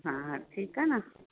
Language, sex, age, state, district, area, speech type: Sindhi, female, 45-60, Gujarat, Kutch, rural, conversation